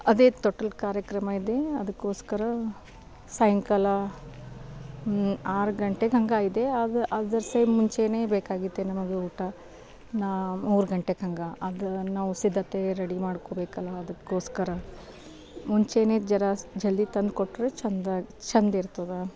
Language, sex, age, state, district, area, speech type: Kannada, female, 30-45, Karnataka, Bidar, urban, spontaneous